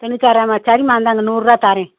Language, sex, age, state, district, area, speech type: Tamil, female, 60+, Tamil Nadu, Madurai, urban, conversation